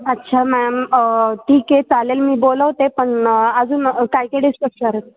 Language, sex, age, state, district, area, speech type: Marathi, female, 18-30, Maharashtra, Ahmednagar, rural, conversation